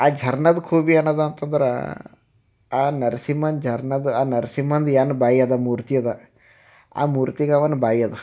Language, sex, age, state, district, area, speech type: Kannada, male, 30-45, Karnataka, Bidar, urban, spontaneous